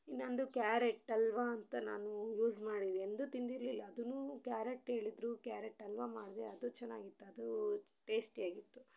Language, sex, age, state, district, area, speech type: Kannada, female, 30-45, Karnataka, Chitradurga, rural, spontaneous